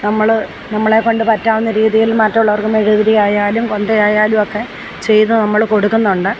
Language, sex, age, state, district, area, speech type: Malayalam, female, 60+, Kerala, Kollam, rural, spontaneous